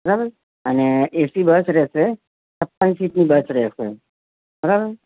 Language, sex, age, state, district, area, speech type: Gujarati, male, 45-60, Gujarat, Ahmedabad, urban, conversation